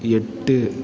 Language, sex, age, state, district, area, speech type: Tamil, male, 18-30, Tamil Nadu, Ariyalur, rural, read